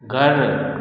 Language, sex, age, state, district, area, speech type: Sindhi, male, 60+, Gujarat, Junagadh, rural, read